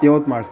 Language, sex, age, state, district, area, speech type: Marathi, male, 30-45, Maharashtra, Amravati, rural, spontaneous